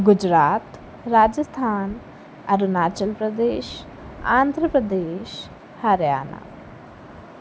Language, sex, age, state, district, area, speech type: Sindhi, female, 18-30, Rajasthan, Ajmer, urban, spontaneous